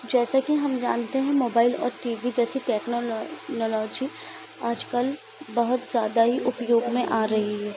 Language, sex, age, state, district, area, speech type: Hindi, female, 18-30, Madhya Pradesh, Chhindwara, urban, spontaneous